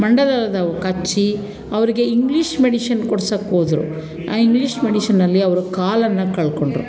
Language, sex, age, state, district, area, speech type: Kannada, female, 45-60, Karnataka, Mandya, rural, spontaneous